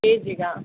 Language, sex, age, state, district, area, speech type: Kannada, female, 30-45, Karnataka, Udupi, rural, conversation